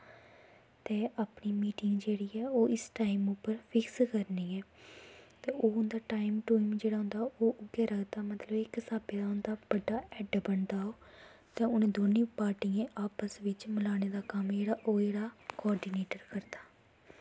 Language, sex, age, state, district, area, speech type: Dogri, female, 18-30, Jammu and Kashmir, Kathua, rural, spontaneous